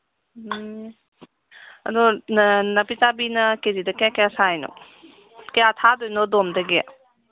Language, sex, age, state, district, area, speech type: Manipuri, female, 18-30, Manipur, Kangpokpi, urban, conversation